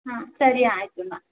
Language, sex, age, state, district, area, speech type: Kannada, female, 18-30, Karnataka, Hassan, rural, conversation